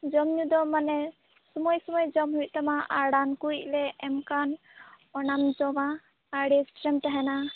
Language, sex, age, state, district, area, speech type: Santali, female, 18-30, West Bengal, Purba Bardhaman, rural, conversation